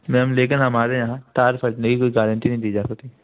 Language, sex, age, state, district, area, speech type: Hindi, male, 30-45, Madhya Pradesh, Gwalior, rural, conversation